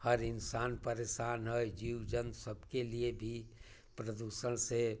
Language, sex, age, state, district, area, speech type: Hindi, male, 60+, Uttar Pradesh, Chandauli, rural, spontaneous